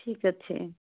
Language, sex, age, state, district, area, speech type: Odia, female, 60+, Odisha, Gajapati, rural, conversation